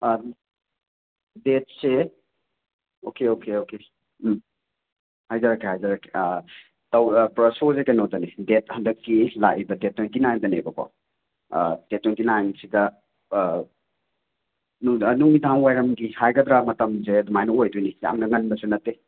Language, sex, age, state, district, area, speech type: Manipuri, male, 45-60, Manipur, Imphal West, rural, conversation